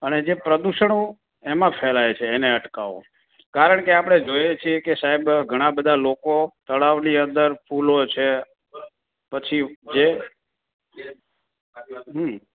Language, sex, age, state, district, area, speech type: Gujarati, male, 45-60, Gujarat, Morbi, urban, conversation